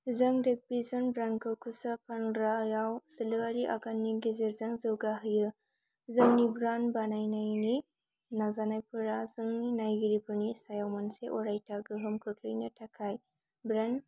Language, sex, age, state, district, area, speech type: Bodo, female, 18-30, Assam, Kokrajhar, rural, read